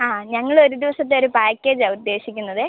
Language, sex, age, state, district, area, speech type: Malayalam, female, 18-30, Kerala, Kottayam, rural, conversation